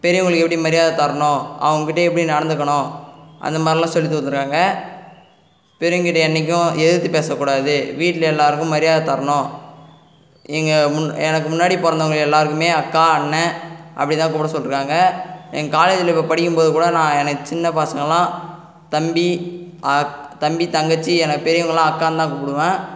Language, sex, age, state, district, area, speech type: Tamil, male, 18-30, Tamil Nadu, Cuddalore, rural, spontaneous